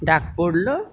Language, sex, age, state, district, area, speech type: Bengali, female, 60+, West Bengal, Purulia, rural, spontaneous